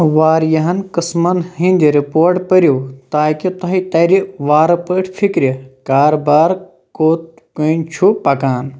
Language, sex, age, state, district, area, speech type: Kashmiri, male, 30-45, Jammu and Kashmir, Shopian, rural, read